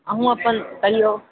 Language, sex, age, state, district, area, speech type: Maithili, female, 60+, Bihar, Purnia, rural, conversation